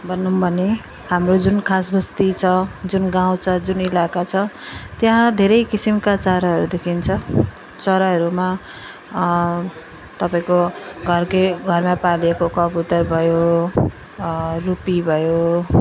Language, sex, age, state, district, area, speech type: Nepali, female, 30-45, West Bengal, Jalpaiguri, rural, spontaneous